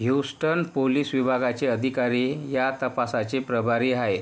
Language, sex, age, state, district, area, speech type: Marathi, male, 18-30, Maharashtra, Yavatmal, rural, read